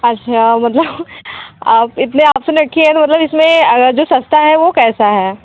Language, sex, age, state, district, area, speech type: Hindi, female, 18-30, Uttar Pradesh, Mirzapur, urban, conversation